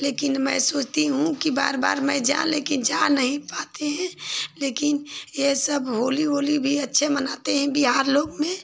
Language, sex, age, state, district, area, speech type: Hindi, female, 45-60, Uttar Pradesh, Ghazipur, rural, spontaneous